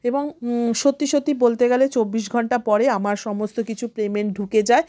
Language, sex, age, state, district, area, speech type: Bengali, female, 30-45, West Bengal, South 24 Parganas, rural, spontaneous